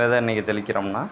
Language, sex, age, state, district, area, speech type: Tamil, male, 45-60, Tamil Nadu, Mayiladuthurai, urban, spontaneous